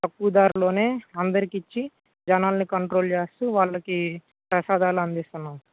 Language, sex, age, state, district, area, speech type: Telugu, male, 18-30, Andhra Pradesh, Guntur, urban, conversation